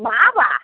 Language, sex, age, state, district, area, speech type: Tamil, female, 60+, Tamil Nadu, Tiruppur, rural, conversation